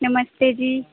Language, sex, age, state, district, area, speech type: Dogri, female, 18-30, Jammu and Kashmir, Kathua, rural, conversation